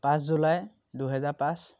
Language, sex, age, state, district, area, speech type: Assamese, male, 45-60, Assam, Dhemaji, rural, spontaneous